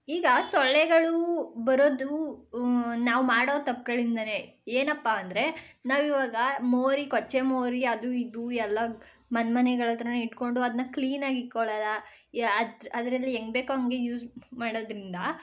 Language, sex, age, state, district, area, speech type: Kannada, female, 30-45, Karnataka, Ramanagara, rural, spontaneous